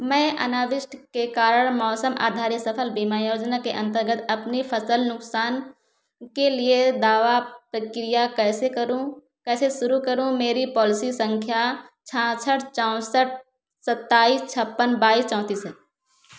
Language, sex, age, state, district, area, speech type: Hindi, female, 30-45, Uttar Pradesh, Ayodhya, rural, read